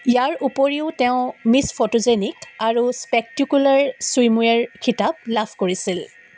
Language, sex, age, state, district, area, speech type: Assamese, female, 45-60, Assam, Dibrugarh, rural, read